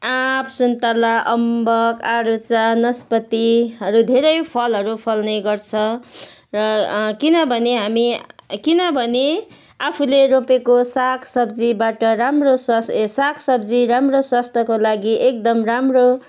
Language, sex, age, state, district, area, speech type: Nepali, female, 30-45, West Bengal, Kalimpong, rural, spontaneous